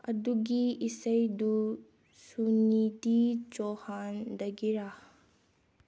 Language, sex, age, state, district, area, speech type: Manipuri, female, 18-30, Manipur, Bishnupur, rural, read